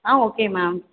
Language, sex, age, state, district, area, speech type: Tamil, female, 30-45, Tamil Nadu, Perambalur, rural, conversation